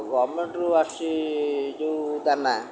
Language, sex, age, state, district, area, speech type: Odia, male, 60+, Odisha, Jagatsinghpur, rural, spontaneous